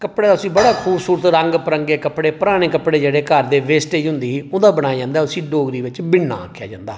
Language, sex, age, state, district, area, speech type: Dogri, male, 45-60, Jammu and Kashmir, Reasi, urban, spontaneous